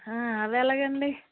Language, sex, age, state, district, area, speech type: Telugu, female, 60+, Andhra Pradesh, Alluri Sitarama Raju, rural, conversation